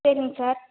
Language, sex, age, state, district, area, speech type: Tamil, female, 18-30, Tamil Nadu, Theni, rural, conversation